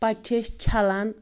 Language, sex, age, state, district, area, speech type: Kashmiri, female, 30-45, Jammu and Kashmir, Anantnag, rural, spontaneous